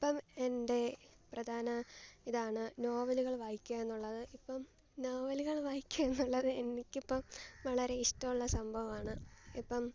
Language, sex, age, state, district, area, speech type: Malayalam, female, 18-30, Kerala, Alappuzha, rural, spontaneous